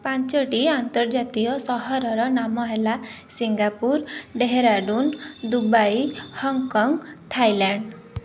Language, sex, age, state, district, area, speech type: Odia, female, 30-45, Odisha, Jajpur, rural, spontaneous